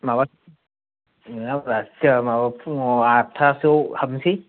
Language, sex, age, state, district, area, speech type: Bodo, male, 30-45, Assam, Baksa, urban, conversation